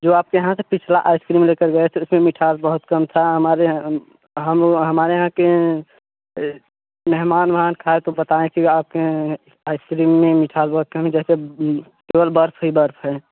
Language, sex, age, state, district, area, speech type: Hindi, male, 18-30, Uttar Pradesh, Mirzapur, rural, conversation